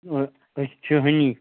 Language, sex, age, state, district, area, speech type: Kashmiri, male, 30-45, Jammu and Kashmir, Ganderbal, rural, conversation